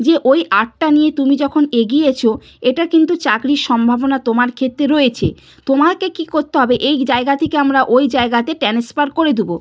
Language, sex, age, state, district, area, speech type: Bengali, female, 45-60, West Bengal, Purba Medinipur, rural, spontaneous